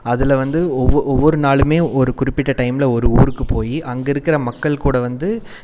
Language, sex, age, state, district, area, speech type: Tamil, male, 30-45, Tamil Nadu, Coimbatore, rural, spontaneous